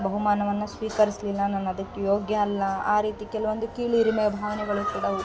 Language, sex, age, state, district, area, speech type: Kannada, female, 30-45, Karnataka, Vijayanagara, rural, spontaneous